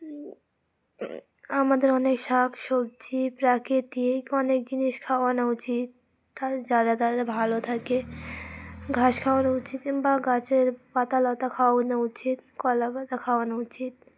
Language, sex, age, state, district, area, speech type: Bengali, female, 18-30, West Bengal, Uttar Dinajpur, urban, spontaneous